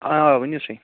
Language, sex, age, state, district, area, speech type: Kashmiri, male, 30-45, Jammu and Kashmir, Baramulla, rural, conversation